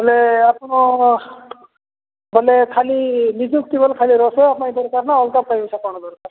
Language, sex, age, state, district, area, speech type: Odia, male, 45-60, Odisha, Nabarangpur, rural, conversation